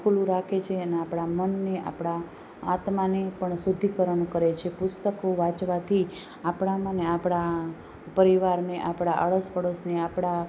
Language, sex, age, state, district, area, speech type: Gujarati, female, 30-45, Gujarat, Rajkot, rural, spontaneous